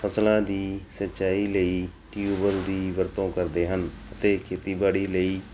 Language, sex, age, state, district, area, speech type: Punjabi, male, 45-60, Punjab, Tarn Taran, urban, spontaneous